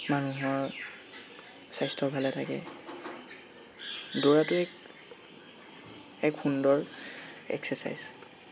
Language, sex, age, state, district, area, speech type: Assamese, male, 18-30, Assam, Lakhimpur, rural, spontaneous